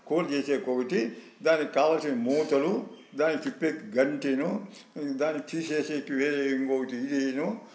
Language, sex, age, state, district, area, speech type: Telugu, male, 60+, Andhra Pradesh, Sri Satya Sai, urban, spontaneous